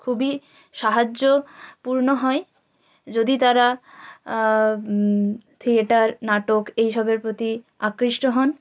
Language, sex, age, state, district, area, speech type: Bengali, female, 18-30, West Bengal, North 24 Parganas, rural, spontaneous